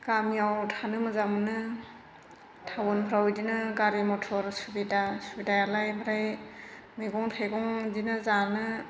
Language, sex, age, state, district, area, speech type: Bodo, female, 60+, Assam, Chirang, rural, spontaneous